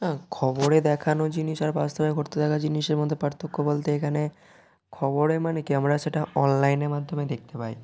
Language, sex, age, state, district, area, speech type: Bengali, male, 18-30, West Bengal, Hooghly, urban, spontaneous